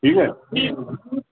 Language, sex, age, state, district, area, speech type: Urdu, male, 60+, Uttar Pradesh, Rampur, urban, conversation